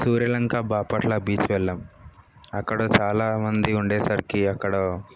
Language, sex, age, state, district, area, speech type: Telugu, male, 30-45, Telangana, Sangareddy, urban, spontaneous